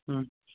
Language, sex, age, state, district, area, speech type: Punjabi, male, 18-30, Punjab, Fazilka, rural, conversation